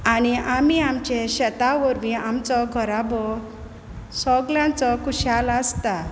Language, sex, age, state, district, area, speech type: Goan Konkani, female, 30-45, Goa, Quepem, rural, spontaneous